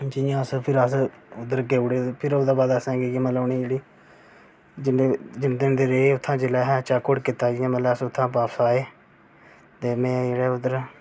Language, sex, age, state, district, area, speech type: Dogri, male, 18-30, Jammu and Kashmir, Reasi, rural, spontaneous